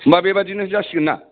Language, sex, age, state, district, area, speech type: Bodo, male, 45-60, Assam, Kokrajhar, rural, conversation